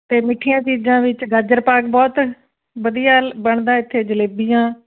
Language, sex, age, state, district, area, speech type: Punjabi, female, 45-60, Punjab, Fatehgarh Sahib, rural, conversation